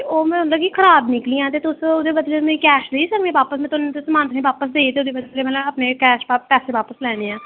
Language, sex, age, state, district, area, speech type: Dogri, female, 18-30, Jammu and Kashmir, Kathua, rural, conversation